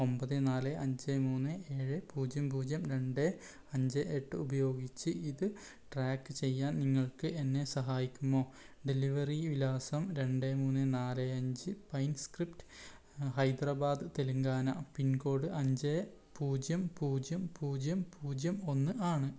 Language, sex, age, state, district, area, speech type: Malayalam, male, 18-30, Kerala, Wayanad, rural, read